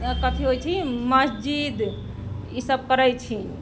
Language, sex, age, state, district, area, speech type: Maithili, female, 30-45, Bihar, Muzaffarpur, urban, spontaneous